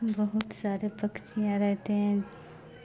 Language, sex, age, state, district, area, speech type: Urdu, female, 45-60, Bihar, Darbhanga, rural, spontaneous